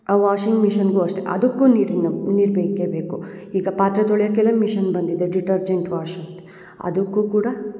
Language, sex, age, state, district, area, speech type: Kannada, female, 30-45, Karnataka, Hassan, urban, spontaneous